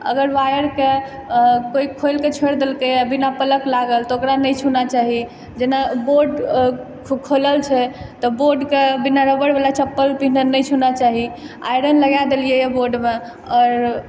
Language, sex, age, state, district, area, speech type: Maithili, female, 18-30, Bihar, Purnia, urban, spontaneous